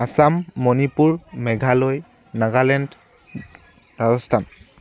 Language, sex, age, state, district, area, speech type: Assamese, male, 18-30, Assam, Tinsukia, urban, spontaneous